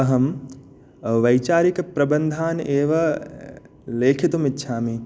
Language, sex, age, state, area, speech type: Sanskrit, male, 18-30, Jharkhand, urban, spontaneous